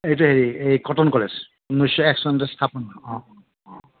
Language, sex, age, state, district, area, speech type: Assamese, male, 60+, Assam, Kamrup Metropolitan, urban, conversation